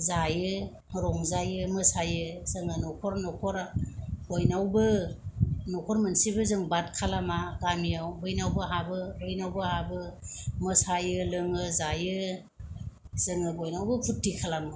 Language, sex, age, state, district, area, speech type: Bodo, female, 30-45, Assam, Kokrajhar, rural, spontaneous